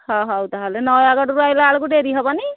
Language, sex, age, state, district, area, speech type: Odia, female, 30-45, Odisha, Nayagarh, rural, conversation